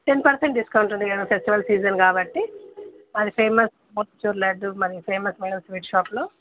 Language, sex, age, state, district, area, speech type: Telugu, female, 45-60, Andhra Pradesh, Anantapur, urban, conversation